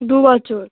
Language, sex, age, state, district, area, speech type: Bengali, female, 18-30, West Bengal, Dakshin Dinajpur, urban, conversation